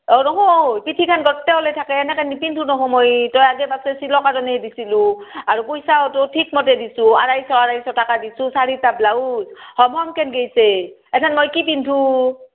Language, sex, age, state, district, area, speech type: Assamese, female, 45-60, Assam, Barpeta, rural, conversation